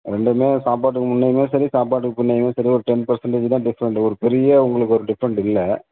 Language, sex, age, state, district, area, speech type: Tamil, male, 60+, Tamil Nadu, Sivaganga, urban, conversation